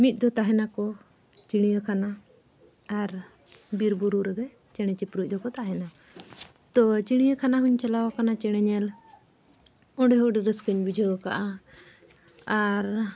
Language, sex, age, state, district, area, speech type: Santali, female, 45-60, Jharkhand, Bokaro, rural, spontaneous